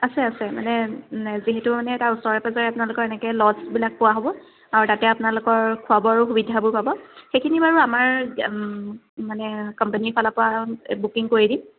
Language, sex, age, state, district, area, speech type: Assamese, female, 30-45, Assam, Dibrugarh, urban, conversation